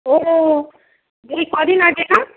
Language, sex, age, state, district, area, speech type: Bengali, female, 45-60, West Bengal, Jalpaiguri, rural, conversation